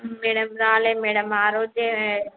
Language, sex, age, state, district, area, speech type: Telugu, female, 18-30, Andhra Pradesh, Visakhapatnam, urban, conversation